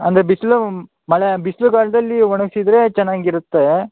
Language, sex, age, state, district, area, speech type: Kannada, male, 18-30, Karnataka, Shimoga, rural, conversation